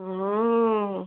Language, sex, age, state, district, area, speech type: Bengali, female, 60+, West Bengal, Kolkata, urban, conversation